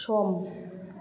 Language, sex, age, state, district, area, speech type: Bodo, female, 45-60, Assam, Kokrajhar, urban, read